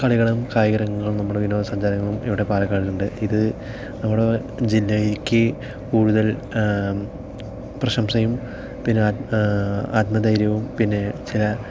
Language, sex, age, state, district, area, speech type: Malayalam, male, 18-30, Kerala, Palakkad, urban, spontaneous